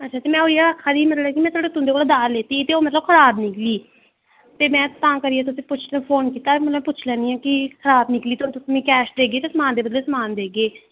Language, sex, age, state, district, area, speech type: Dogri, female, 18-30, Jammu and Kashmir, Kathua, rural, conversation